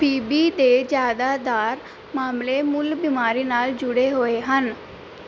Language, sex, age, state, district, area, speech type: Punjabi, female, 18-30, Punjab, Pathankot, urban, read